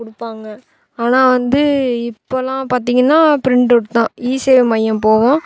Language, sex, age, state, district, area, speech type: Tamil, female, 18-30, Tamil Nadu, Thoothukudi, urban, spontaneous